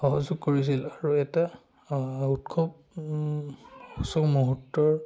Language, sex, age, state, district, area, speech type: Assamese, male, 18-30, Assam, Charaideo, rural, spontaneous